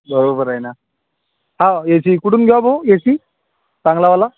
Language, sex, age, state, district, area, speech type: Marathi, male, 30-45, Maharashtra, Amravati, rural, conversation